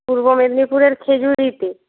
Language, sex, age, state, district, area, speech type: Bengali, female, 18-30, West Bengal, Purba Medinipur, rural, conversation